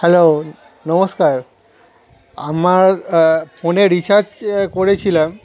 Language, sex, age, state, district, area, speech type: Bengali, male, 30-45, West Bengal, Darjeeling, urban, spontaneous